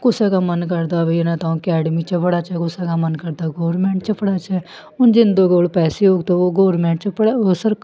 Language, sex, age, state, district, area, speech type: Dogri, female, 30-45, Jammu and Kashmir, Samba, rural, spontaneous